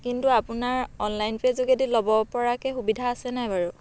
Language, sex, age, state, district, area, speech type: Assamese, female, 18-30, Assam, Dhemaji, rural, spontaneous